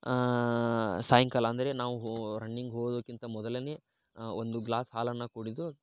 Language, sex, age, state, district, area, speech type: Kannada, male, 30-45, Karnataka, Tumkur, urban, spontaneous